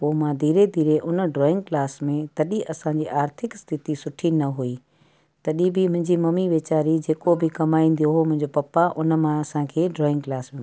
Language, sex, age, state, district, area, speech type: Sindhi, female, 45-60, Gujarat, Kutch, urban, spontaneous